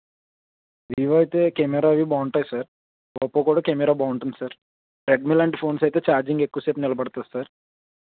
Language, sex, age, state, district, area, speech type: Telugu, male, 18-30, Andhra Pradesh, Konaseema, rural, conversation